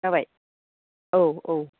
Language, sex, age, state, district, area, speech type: Bodo, female, 45-60, Assam, Kokrajhar, urban, conversation